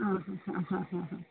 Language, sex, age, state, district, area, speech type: Malayalam, female, 45-60, Kerala, Alappuzha, urban, conversation